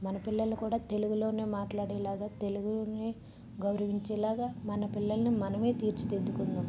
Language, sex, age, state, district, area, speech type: Telugu, female, 30-45, Andhra Pradesh, Vizianagaram, urban, spontaneous